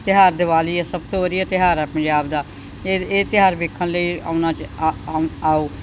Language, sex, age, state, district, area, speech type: Punjabi, female, 60+, Punjab, Bathinda, urban, spontaneous